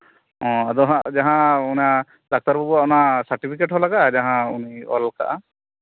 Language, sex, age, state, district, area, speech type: Santali, male, 30-45, West Bengal, Birbhum, rural, conversation